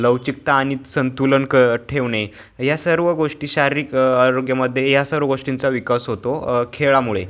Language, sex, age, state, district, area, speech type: Marathi, male, 18-30, Maharashtra, Ahmednagar, urban, spontaneous